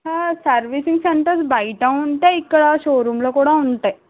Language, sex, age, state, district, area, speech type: Telugu, female, 30-45, Andhra Pradesh, Eluru, rural, conversation